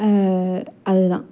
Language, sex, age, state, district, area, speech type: Tamil, female, 18-30, Tamil Nadu, Perambalur, urban, spontaneous